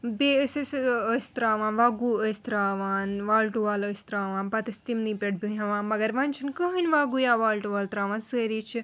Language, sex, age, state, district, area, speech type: Kashmiri, female, 18-30, Jammu and Kashmir, Srinagar, urban, spontaneous